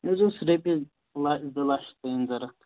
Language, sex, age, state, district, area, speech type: Kashmiri, male, 18-30, Jammu and Kashmir, Bandipora, urban, conversation